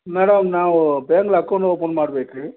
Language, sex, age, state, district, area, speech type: Kannada, male, 45-60, Karnataka, Ramanagara, rural, conversation